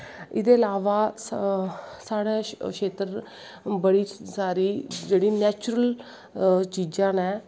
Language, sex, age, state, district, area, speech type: Dogri, female, 30-45, Jammu and Kashmir, Kathua, rural, spontaneous